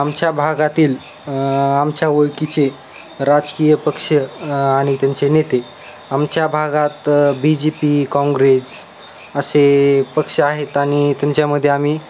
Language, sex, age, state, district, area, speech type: Marathi, male, 18-30, Maharashtra, Beed, rural, spontaneous